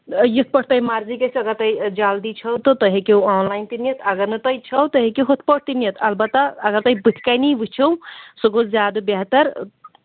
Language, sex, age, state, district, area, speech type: Kashmiri, female, 45-60, Jammu and Kashmir, Kulgam, rural, conversation